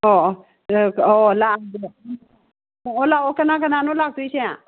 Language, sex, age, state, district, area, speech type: Manipuri, female, 45-60, Manipur, Kakching, rural, conversation